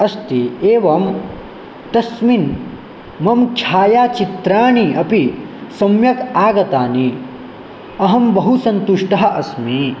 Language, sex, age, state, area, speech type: Sanskrit, male, 18-30, Bihar, rural, spontaneous